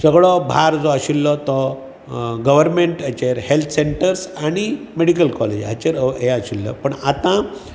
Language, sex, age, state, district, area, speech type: Goan Konkani, male, 60+, Goa, Bardez, urban, spontaneous